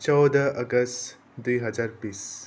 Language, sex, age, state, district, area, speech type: Nepali, male, 45-60, West Bengal, Darjeeling, rural, spontaneous